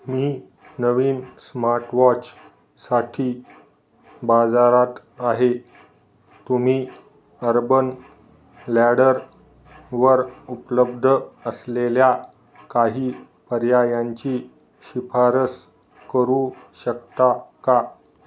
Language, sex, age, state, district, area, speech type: Marathi, male, 30-45, Maharashtra, Osmanabad, rural, read